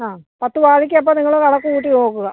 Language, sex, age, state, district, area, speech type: Malayalam, female, 45-60, Kerala, Alappuzha, rural, conversation